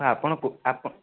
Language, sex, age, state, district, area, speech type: Odia, male, 18-30, Odisha, Kendujhar, urban, conversation